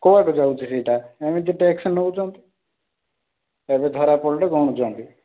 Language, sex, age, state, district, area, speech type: Odia, male, 18-30, Odisha, Rayagada, urban, conversation